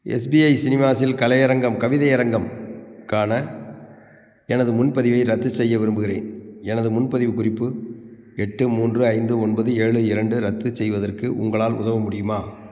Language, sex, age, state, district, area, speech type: Tamil, male, 60+, Tamil Nadu, Theni, rural, read